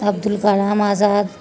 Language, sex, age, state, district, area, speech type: Urdu, female, 45-60, Uttar Pradesh, Muzaffarnagar, urban, spontaneous